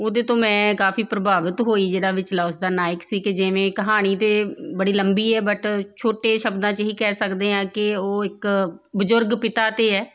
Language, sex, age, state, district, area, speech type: Punjabi, female, 30-45, Punjab, Tarn Taran, urban, spontaneous